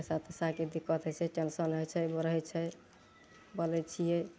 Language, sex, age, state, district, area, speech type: Maithili, female, 45-60, Bihar, Madhepura, rural, spontaneous